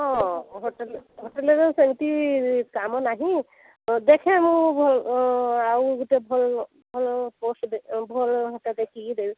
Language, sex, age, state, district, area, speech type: Odia, female, 30-45, Odisha, Sambalpur, rural, conversation